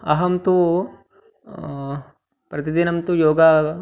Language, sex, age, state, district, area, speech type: Sanskrit, male, 30-45, Telangana, Ranga Reddy, urban, spontaneous